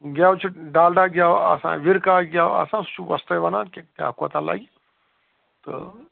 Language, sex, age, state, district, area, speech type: Kashmiri, male, 60+, Jammu and Kashmir, Srinagar, rural, conversation